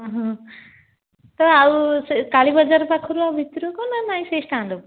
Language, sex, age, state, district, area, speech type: Odia, female, 45-60, Odisha, Dhenkanal, rural, conversation